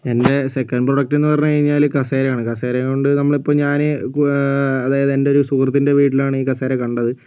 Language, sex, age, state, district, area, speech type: Malayalam, male, 60+, Kerala, Kozhikode, urban, spontaneous